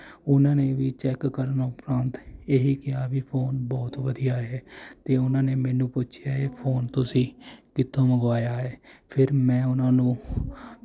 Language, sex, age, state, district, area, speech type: Punjabi, male, 30-45, Punjab, Mohali, urban, spontaneous